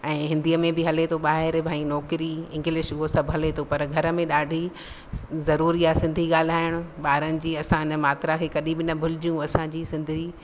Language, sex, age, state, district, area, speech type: Sindhi, female, 45-60, Madhya Pradesh, Katni, rural, spontaneous